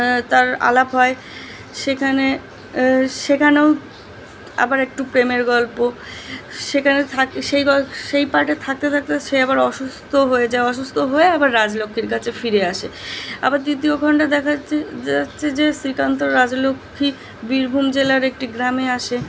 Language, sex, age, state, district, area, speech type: Bengali, female, 18-30, West Bengal, South 24 Parganas, urban, spontaneous